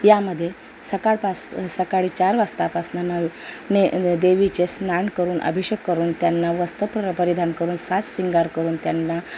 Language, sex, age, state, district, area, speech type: Marathi, female, 30-45, Maharashtra, Amravati, urban, spontaneous